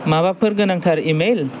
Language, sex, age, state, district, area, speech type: Bodo, male, 18-30, Assam, Kokrajhar, urban, read